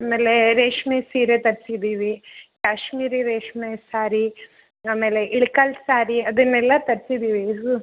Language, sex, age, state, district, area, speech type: Kannada, female, 30-45, Karnataka, Uttara Kannada, rural, conversation